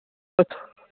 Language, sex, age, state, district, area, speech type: Punjabi, male, 18-30, Punjab, Mohali, urban, conversation